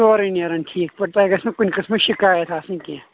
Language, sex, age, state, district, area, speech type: Kashmiri, male, 30-45, Jammu and Kashmir, Kulgam, rural, conversation